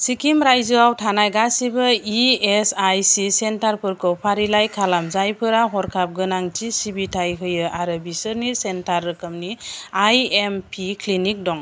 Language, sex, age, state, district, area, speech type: Bodo, female, 45-60, Assam, Chirang, rural, read